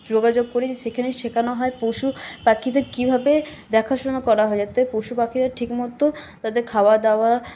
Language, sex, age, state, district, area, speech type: Bengali, female, 18-30, West Bengal, Paschim Bardhaman, urban, spontaneous